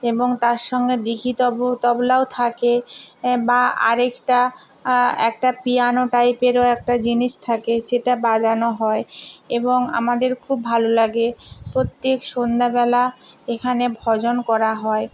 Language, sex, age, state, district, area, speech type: Bengali, female, 60+, West Bengal, Purba Medinipur, rural, spontaneous